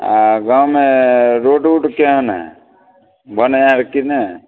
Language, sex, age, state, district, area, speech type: Maithili, male, 30-45, Bihar, Samastipur, rural, conversation